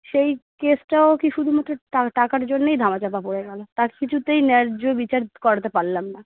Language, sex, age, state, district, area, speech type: Bengali, female, 45-60, West Bengal, Darjeeling, urban, conversation